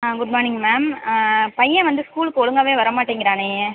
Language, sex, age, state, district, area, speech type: Tamil, female, 18-30, Tamil Nadu, Pudukkottai, rural, conversation